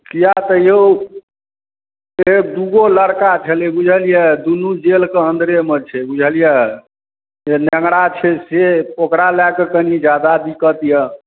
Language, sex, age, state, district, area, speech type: Maithili, male, 30-45, Bihar, Darbhanga, urban, conversation